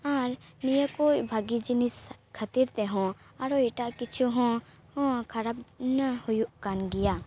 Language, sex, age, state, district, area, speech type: Santali, female, 18-30, West Bengal, Purba Bardhaman, rural, spontaneous